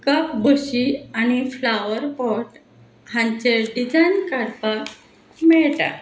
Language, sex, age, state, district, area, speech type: Goan Konkani, female, 45-60, Goa, Quepem, rural, spontaneous